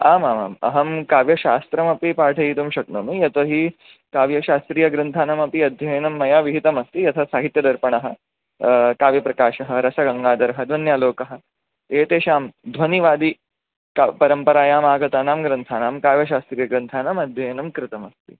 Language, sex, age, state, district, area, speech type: Sanskrit, male, 18-30, Maharashtra, Mumbai City, urban, conversation